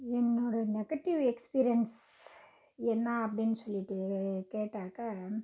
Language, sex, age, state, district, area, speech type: Tamil, female, 45-60, Tamil Nadu, Dharmapuri, urban, spontaneous